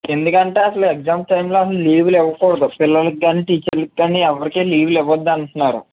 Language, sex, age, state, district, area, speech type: Telugu, male, 18-30, Andhra Pradesh, Konaseema, rural, conversation